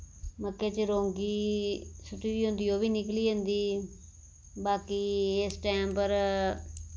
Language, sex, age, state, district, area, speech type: Dogri, female, 30-45, Jammu and Kashmir, Reasi, rural, spontaneous